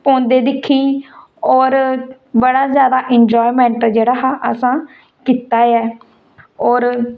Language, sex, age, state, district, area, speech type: Dogri, female, 30-45, Jammu and Kashmir, Samba, rural, spontaneous